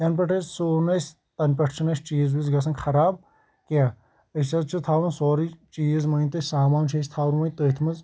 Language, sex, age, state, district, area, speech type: Kashmiri, male, 18-30, Jammu and Kashmir, Shopian, rural, spontaneous